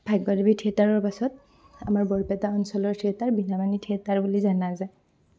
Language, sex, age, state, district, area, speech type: Assamese, female, 18-30, Assam, Barpeta, rural, spontaneous